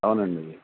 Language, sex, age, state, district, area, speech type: Telugu, male, 45-60, Andhra Pradesh, N T Rama Rao, urban, conversation